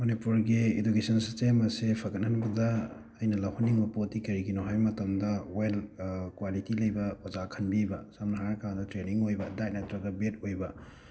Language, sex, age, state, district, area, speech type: Manipuri, male, 30-45, Manipur, Thoubal, rural, spontaneous